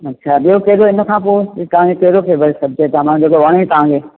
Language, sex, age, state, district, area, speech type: Sindhi, female, 60+, Maharashtra, Thane, urban, conversation